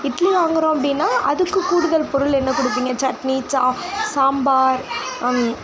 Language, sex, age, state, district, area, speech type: Tamil, female, 45-60, Tamil Nadu, Sivaganga, rural, spontaneous